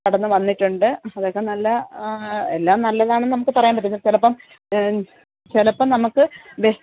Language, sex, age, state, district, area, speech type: Malayalam, female, 45-60, Kerala, Kollam, rural, conversation